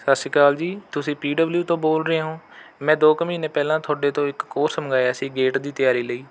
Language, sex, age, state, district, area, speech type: Punjabi, male, 18-30, Punjab, Rupnagar, urban, spontaneous